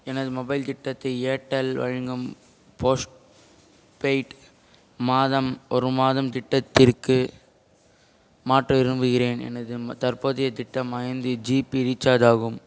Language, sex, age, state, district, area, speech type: Tamil, male, 18-30, Tamil Nadu, Ranipet, rural, read